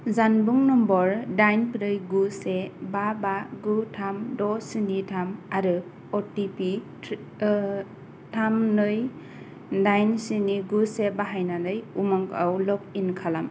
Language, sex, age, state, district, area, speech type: Bodo, female, 18-30, Assam, Kokrajhar, rural, read